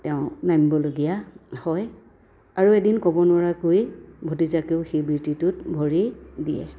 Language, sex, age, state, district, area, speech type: Assamese, female, 45-60, Assam, Dhemaji, rural, spontaneous